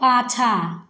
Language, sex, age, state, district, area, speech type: Maithili, female, 45-60, Bihar, Samastipur, rural, read